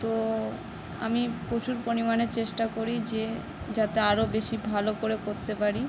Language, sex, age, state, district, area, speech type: Bengali, female, 18-30, West Bengal, Howrah, urban, spontaneous